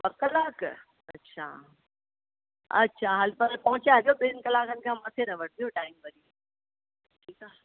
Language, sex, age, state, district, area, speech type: Sindhi, female, 60+, Delhi, South Delhi, urban, conversation